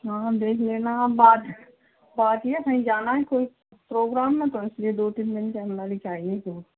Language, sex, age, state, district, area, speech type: Hindi, female, 18-30, Rajasthan, Karauli, rural, conversation